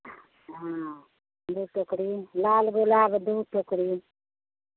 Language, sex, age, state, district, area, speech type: Hindi, female, 45-60, Bihar, Madhepura, rural, conversation